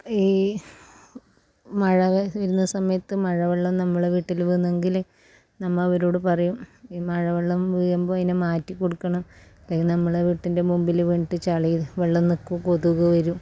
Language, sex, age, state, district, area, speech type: Malayalam, female, 45-60, Kerala, Kasaragod, rural, spontaneous